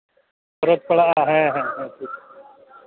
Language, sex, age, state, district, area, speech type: Santali, male, 45-60, Jharkhand, East Singhbhum, rural, conversation